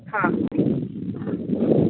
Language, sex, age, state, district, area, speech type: Goan Konkani, female, 30-45, Goa, Tiswadi, rural, conversation